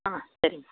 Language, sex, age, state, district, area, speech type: Tamil, female, 30-45, Tamil Nadu, Vellore, urban, conversation